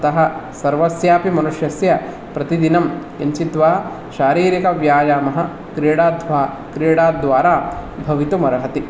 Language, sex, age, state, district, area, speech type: Sanskrit, male, 30-45, Karnataka, Bangalore Urban, urban, spontaneous